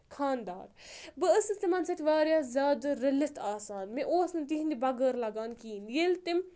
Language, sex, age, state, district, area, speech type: Kashmiri, female, 18-30, Jammu and Kashmir, Budgam, rural, spontaneous